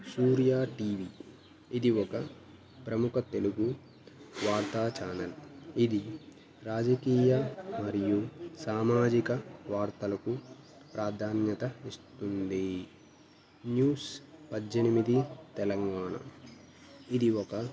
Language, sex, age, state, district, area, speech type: Telugu, male, 18-30, Andhra Pradesh, Annamaya, rural, spontaneous